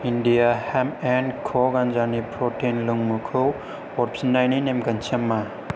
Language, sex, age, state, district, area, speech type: Bodo, male, 18-30, Assam, Kokrajhar, rural, read